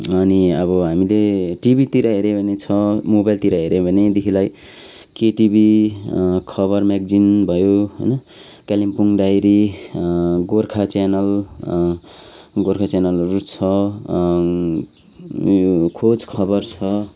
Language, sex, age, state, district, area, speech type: Nepali, male, 30-45, West Bengal, Kalimpong, rural, spontaneous